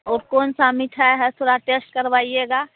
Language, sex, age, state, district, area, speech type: Hindi, female, 45-60, Bihar, Madhepura, rural, conversation